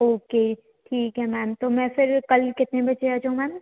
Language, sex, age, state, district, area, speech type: Hindi, female, 18-30, Madhya Pradesh, Betul, rural, conversation